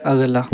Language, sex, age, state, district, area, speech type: Hindi, male, 30-45, Madhya Pradesh, Hoshangabad, urban, read